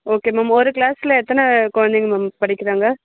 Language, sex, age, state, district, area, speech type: Tamil, female, 18-30, Tamil Nadu, Vellore, urban, conversation